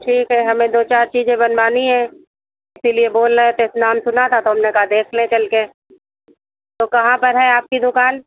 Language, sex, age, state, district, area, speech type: Hindi, female, 60+, Uttar Pradesh, Sitapur, rural, conversation